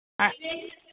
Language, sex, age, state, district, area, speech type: Malayalam, female, 45-60, Kerala, Kottayam, urban, conversation